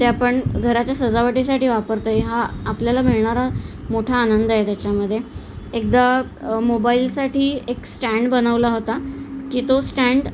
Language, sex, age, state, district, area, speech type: Marathi, female, 45-60, Maharashtra, Thane, rural, spontaneous